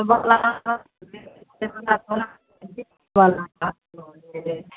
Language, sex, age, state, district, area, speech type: Maithili, female, 60+, Bihar, Samastipur, urban, conversation